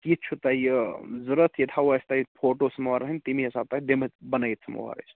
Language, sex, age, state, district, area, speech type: Kashmiri, male, 30-45, Jammu and Kashmir, Baramulla, rural, conversation